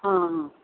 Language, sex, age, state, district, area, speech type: Odia, female, 60+, Odisha, Gajapati, rural, conversation